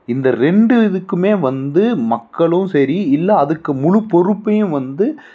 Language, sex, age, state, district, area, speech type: Tamil, male, 30-45, Tamil Nadu, Coimbatore, urban, spontaneous